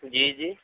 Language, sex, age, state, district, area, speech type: Urdu, male, 30-45, Uttar Pradesh, Gautam Buddha Nagar, urban, conversation